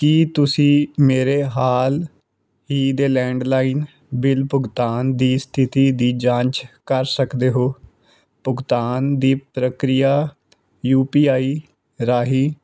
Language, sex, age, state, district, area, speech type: Punjabi, male, 18-30, Punjab, Fazilka, rural, read